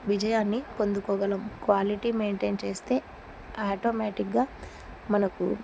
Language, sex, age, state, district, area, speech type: Telugu, female, 45-60, Andhra Pradesh, Kurnool, rural, spontaneous